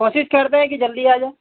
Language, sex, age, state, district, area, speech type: Urdu, male, 18-30, Uttar Pradesh, Gautam Buddha Nagar, urban, conversation